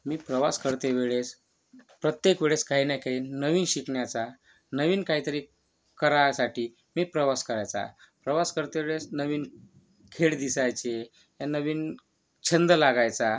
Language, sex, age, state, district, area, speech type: Marathi, male, 30-45, Maharashtra, Yavatmal, urban, spontaneous